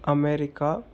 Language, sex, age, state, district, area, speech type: Telugu, male, 18-30, Andhra Pradesh, Chittoor, urban, spontaneous